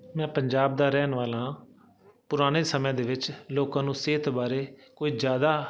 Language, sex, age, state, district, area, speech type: Punjabi, male, 30-45, Punjab, Fazilka, urban, spontaneous